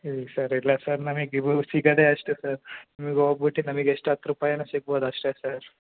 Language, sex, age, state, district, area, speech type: Kannada, male, 18-30, Karnataka, Chikkamagaluru, rural, conversation